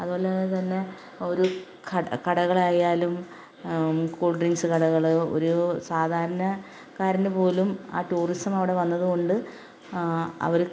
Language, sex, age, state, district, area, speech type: Malayalam, female, 45-60, Kerala, Kottayam, rural, spontaneous